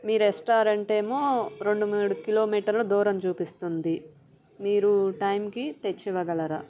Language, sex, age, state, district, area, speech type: Telugu, female, 30-45, Andhra Pradesh, Bapatla, rural, spontaneous